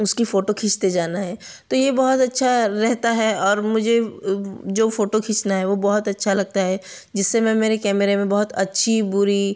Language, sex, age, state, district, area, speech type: Hindi, female, 30-45, Madhya Pradesh, Betul, urban, spontaneous